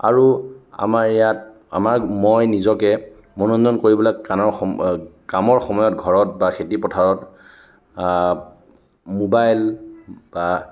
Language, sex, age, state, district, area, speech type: Assamese, male, 30-45, Assam, Sonitpur, rural, spontaneous